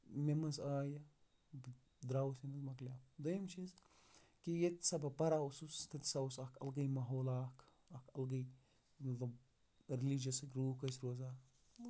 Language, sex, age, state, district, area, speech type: Kashmiri, male, 30-45, Jammu and Kashmir, Baramulla, rural, spontaneous